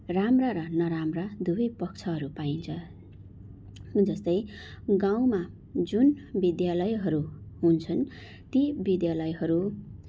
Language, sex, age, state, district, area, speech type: Nepali, female, 45-60, West Bengal, Darjeeling, rural, spontaneous